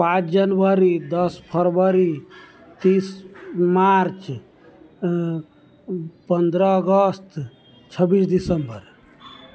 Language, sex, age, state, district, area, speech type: Maithili, male, 30-45, Bihar, Sitamarhi, rural, spontaneous